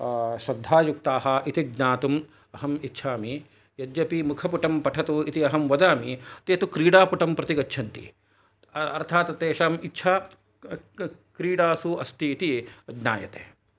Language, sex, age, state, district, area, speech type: Sanskrit, male, 45-60, Karnataka, Kolar, urban, spontaneous